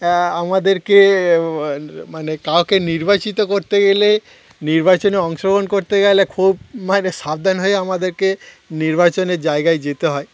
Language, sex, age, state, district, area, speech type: Bengali, male, 30-45, West Bengal, Darjeeling, urban, spontaneous